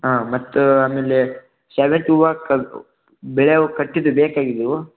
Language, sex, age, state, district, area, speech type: Kannada, male, 18-30, Karnataka, Gadag, rural, conversation